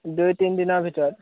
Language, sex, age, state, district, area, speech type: Assamese, male, 18-30, Assam, Golaghat, rural, conversation